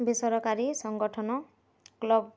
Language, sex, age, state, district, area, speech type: Odia, female, 18-30, Odisha, Bargarh, urban, spontaneous